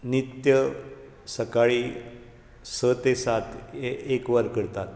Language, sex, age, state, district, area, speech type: Goan Konkani, male, 60+, Goa, Bardez, rural, spontaneous